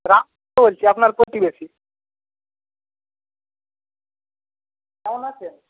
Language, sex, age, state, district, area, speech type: Bengali, male, 45-60, West Bengal, Jhargram, rural, conversation